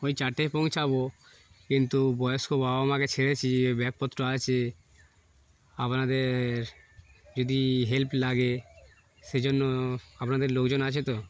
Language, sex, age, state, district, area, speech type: Bengali, male, 30-45, West Bengal, Darjeeling, urban, spontaneous